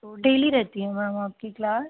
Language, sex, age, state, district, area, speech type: Hindi, female, 30-45, Madhya Pradesh, Chhindwara, urban, conversation